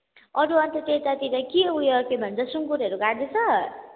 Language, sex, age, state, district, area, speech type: Nepali, female, 18-30, West Bengal, Kalimpong, rural, conversation